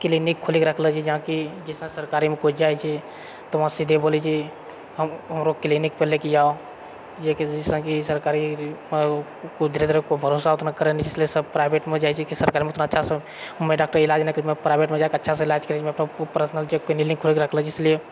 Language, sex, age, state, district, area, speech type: Maithili, male, 45-60, Bihar, Purnia, rural, spontaneous